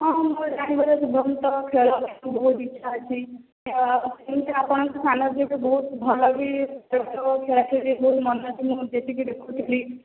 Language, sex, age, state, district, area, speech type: Odia, female, 18-30, Odisha, Khordha, rural, conversation